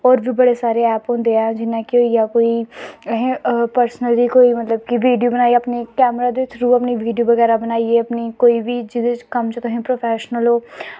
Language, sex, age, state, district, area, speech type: Dogri, female, 18-30, Jammu and Kashmir, Samba, rural, spontaneous